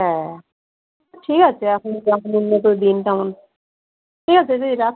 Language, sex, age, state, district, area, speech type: Bengali, female, 45-60, West Bengal, Dakshin Dinajpur, urban, conversation